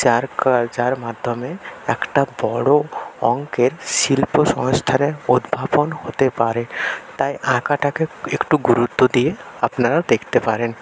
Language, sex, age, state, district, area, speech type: Bengali, male, 18-30, West Bengal, North 24 Parganas, rural, spontaneous